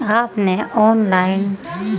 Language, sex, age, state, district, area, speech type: Urdu, female, 45-60, Uttar Pradesh, Muzaffarnagar, urban, spontaneous